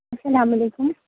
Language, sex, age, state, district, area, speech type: Urdu, female, 30-45, Uttar Pradesh, Aligarh, urban, conversation